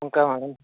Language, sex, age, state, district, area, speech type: Telugu, male, 60+, Andhra Pradesh, Vizianagaram, rural, conversation